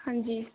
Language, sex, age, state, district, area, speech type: Punjabi, female, 18-30, Punjab, Gurdaspur, rural, conversation